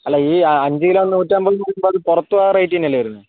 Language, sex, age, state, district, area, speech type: Malayalam, male, 30-45, Kerala, Wayanad, rural, conversation